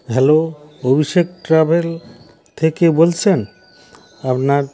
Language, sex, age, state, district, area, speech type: Bengali, male, 60+, West Bengal, North 24 Parganas, rural, spontaneous